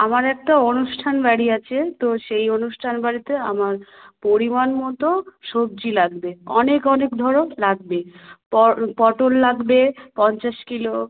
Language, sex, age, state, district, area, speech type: Bengali, female, 18-30, West Bengal, South 24 Parganas, rural, conversation